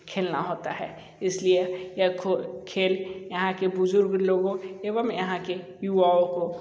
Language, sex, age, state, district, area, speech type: Hindi, male, 60+, Uttar Pradesh, Sonbhadra, rural, spontaneous